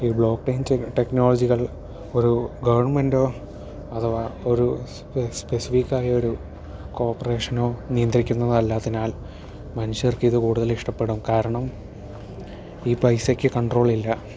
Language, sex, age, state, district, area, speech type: Malayalam, male, 18-30, Kerala, Thiruvananthapuram, urban, spontaneous